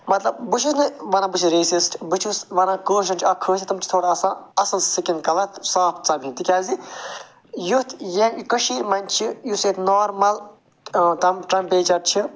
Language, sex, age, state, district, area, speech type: Kashmiri, male, 45-60, Jammu and Kashmir, Srinagar, rural, spontaneous